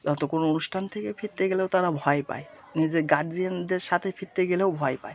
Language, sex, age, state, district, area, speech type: Bengali, male, 30-45, West Bengal, Birbhum, urban, spontaneous